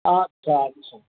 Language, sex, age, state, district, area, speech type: Maithili, male, 30-45, Bihar, Darbhanga, urban, conversation